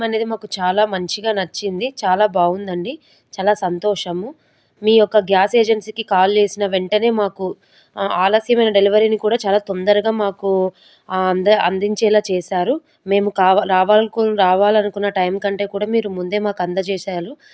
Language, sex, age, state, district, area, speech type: Telugu, female, 30-45, Telangana, Medchal, urban, spontaneous